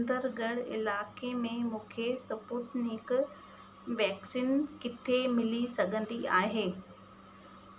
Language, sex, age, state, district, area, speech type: Sindhi, female, 30-45, Madhya Pradesh, Katni, urban, read